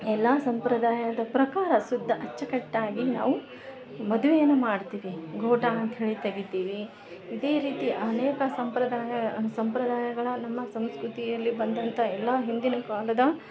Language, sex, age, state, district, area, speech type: Kannada, female, 30-45, Karnataka, Vijayanagara, rural, spontaneous